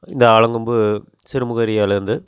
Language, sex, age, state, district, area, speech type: Tamil, male, 30-45, Tamil Nadu, Coimbatore, rural, spontaneous